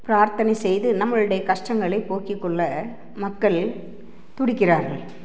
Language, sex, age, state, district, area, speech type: Tamil, female, 60+, Tamil Nadu, Namakkal, rural, spontaneous